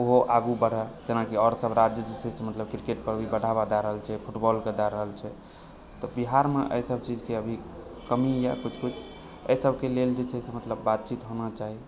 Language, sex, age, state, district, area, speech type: Maithili, male, 18-30, Bihar, Supaul, urban, spontaneous